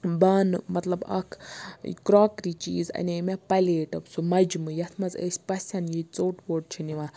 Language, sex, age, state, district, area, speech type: Kashmiri, female, 18-30, Jammu and Kashmir, Baramulla, rural, spontaneous